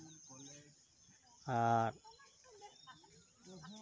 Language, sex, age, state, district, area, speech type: Santali, male, 45-60, West Bengal, Purulia, rural, spontaneous